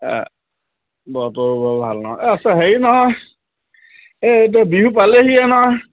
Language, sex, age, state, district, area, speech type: Assamese, male, 60+, Assam, Lakhimpur, urban, conversation